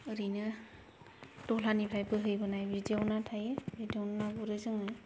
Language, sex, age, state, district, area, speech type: Bodo, female, 18-30, Assam, Kokrajhar, rural, spontaneous